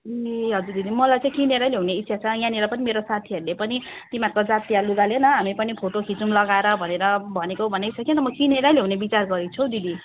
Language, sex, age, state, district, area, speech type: Nepali, female, 30-45, West Bengal, Darjeeling, rural, conversation